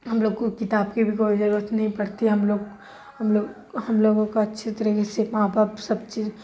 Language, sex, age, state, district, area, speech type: Urdu, female, 30-45, Bihar, Darbhanga, rural, spontaneous